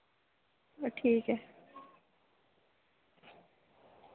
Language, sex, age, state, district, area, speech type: Dogri, female, 18-30, Jammu and Kashmir, Reasi, rural, conversation